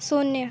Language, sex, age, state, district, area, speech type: Hindi, female, 18-30, Madhya Pradesh, Seoni, urban, read